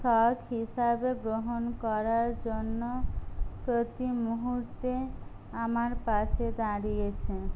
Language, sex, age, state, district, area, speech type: Bengali, female, 30-45, West Bengal, Jhargram, rural, spontaneous